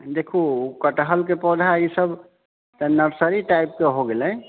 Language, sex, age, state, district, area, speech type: Maithili, male, 45-60, Bihar, Sitamarhi, rural, conversation